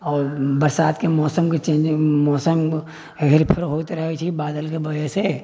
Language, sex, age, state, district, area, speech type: Maithili, male, 60+, Bihar, Sitamarhi, rural, spontaneous